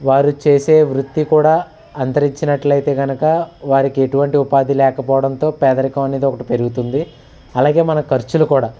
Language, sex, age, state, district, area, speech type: Telugu, male, 30-45, Andhra Pradesh, Eluru, rural, spontaneous